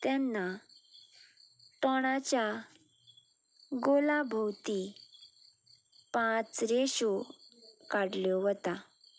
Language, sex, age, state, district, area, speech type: Goan Konkani, female, 18-30, Goa, Ponda, rural, spontaneous